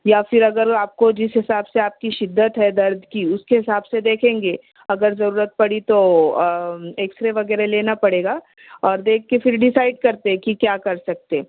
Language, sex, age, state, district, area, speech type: Urdu, female, 18-30, Maharashtra, Nashik, urban, conversation